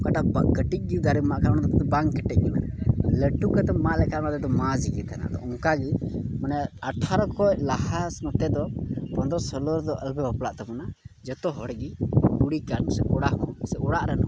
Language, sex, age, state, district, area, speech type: Santali, male, 18-30, Jharkhand, Pakur, rural, spontaneous